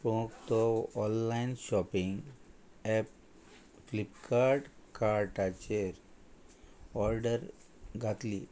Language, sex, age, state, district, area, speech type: Goan Konkani, male, 45-60, Goa, Murmgao, rural, spontaneous